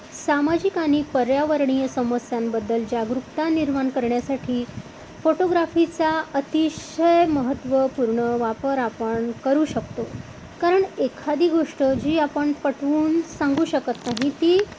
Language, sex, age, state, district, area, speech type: Marathi, female, 45-60, Maharashtra, Amravati, urban, spontaneous